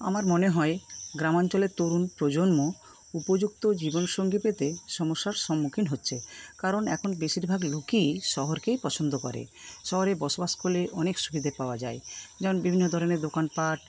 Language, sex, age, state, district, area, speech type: Bengali, female, 60+, West Bengal, Paschim Medinipur, rural, spontaneous